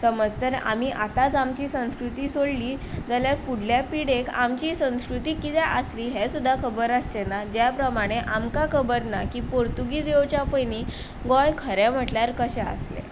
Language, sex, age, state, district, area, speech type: Goan Konkani, female, 18-30, Goa, Ponda, rural, spontaneous